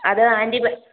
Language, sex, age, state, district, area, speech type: Malayalam, female, 30-45, Kerala, Idukki, rural, conversation